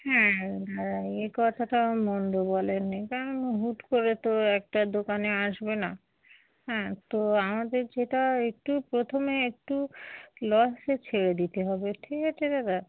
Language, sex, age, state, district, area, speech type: Bengali, female, 45-60, West Bengal, Darjeeling, urban, conversation